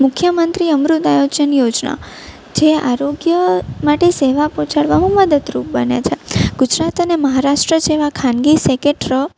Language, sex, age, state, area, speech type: Gujarati, female, 18-30, Gujarat, urban, spontaneous